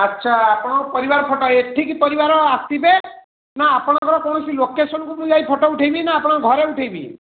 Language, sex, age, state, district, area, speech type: Odia, male, 30-45, Odisha, Puri, urban, conversation